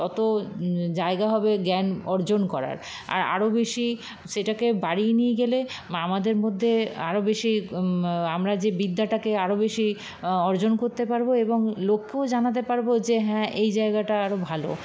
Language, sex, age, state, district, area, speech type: Bengali, female, 30-45, West Bengal, Paschim Bardhaman, rural, spontaneous